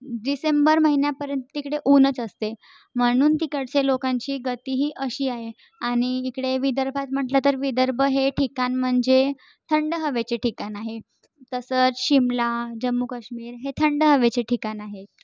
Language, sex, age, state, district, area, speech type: Marathi, female, 30-45, Maharashtra, Nagpur, urban, spontaneous